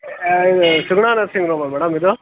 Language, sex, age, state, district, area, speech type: Kannada, male, 30-45, Karnataka, Kolar, rural, conversation